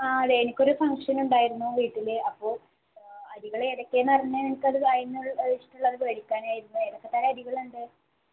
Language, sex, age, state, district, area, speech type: Malayalam, female, 18-30, Kerala, Palakkad, rural, conversation